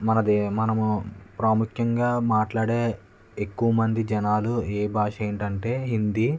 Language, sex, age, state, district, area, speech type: Telugu, male, 18-30, Andhra Pradesh, West Godavari, rural, spontaneous